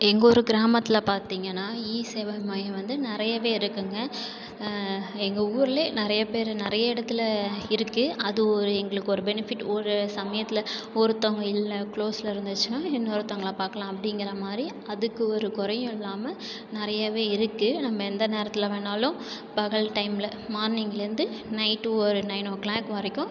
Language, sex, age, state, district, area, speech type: Tamil, male, 30-45, Tamil Nadu, Cuddalore, rural, spontaneous